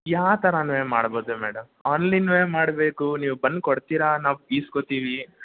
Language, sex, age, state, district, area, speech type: Kannada, male, 18-30, Karnataka, Mysore, urban, conversation